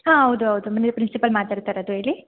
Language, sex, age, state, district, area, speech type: Kannada, female, 30-45, Karnataka, Bangalore Urban, rural, conversation